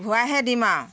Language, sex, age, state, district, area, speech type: Assamese, female, 60+, Assam, Tinsukia, rural, spontaneous